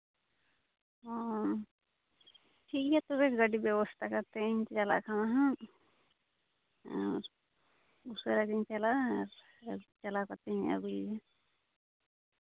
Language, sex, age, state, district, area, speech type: Santali, female, 30-45, West Bengal, Uttar Dinajpur, rural, conversation